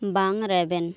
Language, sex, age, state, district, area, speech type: Santali, female, 18-30, West Bengal, Birbhum, rural, read